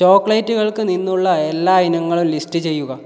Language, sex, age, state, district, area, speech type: Malayalam, male, 18-30, Kerala, Kasaragod, rural, read